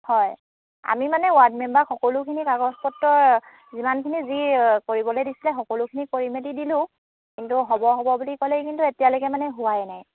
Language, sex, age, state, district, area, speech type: Assamese, female, 30-45, Assam, Sivasagar, rural, conversation